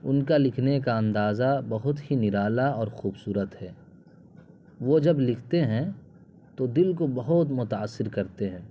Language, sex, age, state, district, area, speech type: Urdu, male, 30-45, Bihar, Purnia, rural, spontaneous